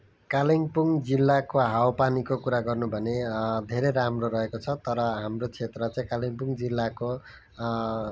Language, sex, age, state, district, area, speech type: Nepali, male, 18-30, West Bengal, Kalimpong, rural, spontaneous